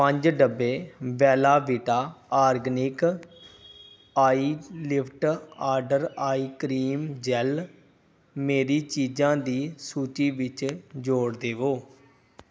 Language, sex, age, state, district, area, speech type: Punjabi, male, 30-45, Punjab, Pathankot, rural, read